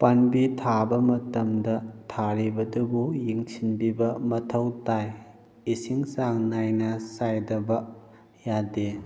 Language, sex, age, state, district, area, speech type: Manipuri, male, 18-30, Manipur, Kakching, rural, spontaneous